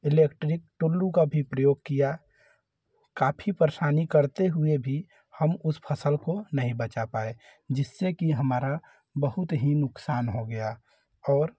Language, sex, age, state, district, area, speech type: Hindi, male, 30-45, Uttar Pradesh, Varanasi, urban, spontaneous